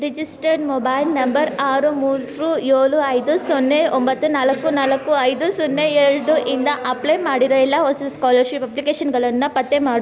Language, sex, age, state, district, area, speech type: Kannada, female, 18-30, Karnataka, Kolar, rural, read